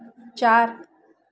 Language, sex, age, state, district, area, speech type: Hindi, female, 30-45, Madhya Pradesh, Chhindwara, urban, read